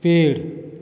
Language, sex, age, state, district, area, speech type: Hindi, male, 45-60, Uttar Pradesh, Azamgarh, rural, read